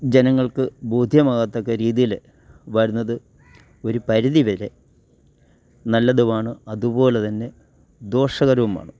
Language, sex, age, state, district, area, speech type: Malayalam, male, 60+, Kerala, Kottayam, urban, spontaneous